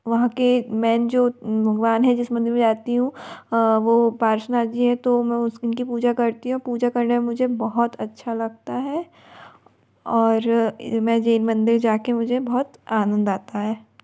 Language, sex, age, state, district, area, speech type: Hindi, female, 30-45, Madhya Pradesh, Bhopal, urban, spontaneous